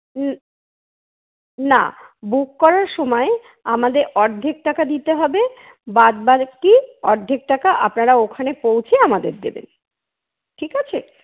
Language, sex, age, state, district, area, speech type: Bengali, female, 45-60, West Bengal, Paschim Bardhaman, urban, conversation